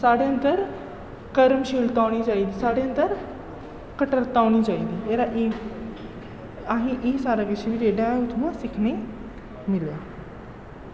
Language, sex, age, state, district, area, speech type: Dogri, male, 18-30, Jammu and Kashmir, Jammu, rural, spontaneous